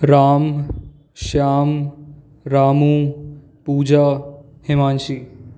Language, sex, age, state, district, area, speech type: Hindi, male, 18-30, Madhya Pradesh, Jabalpur, urban, spontaneous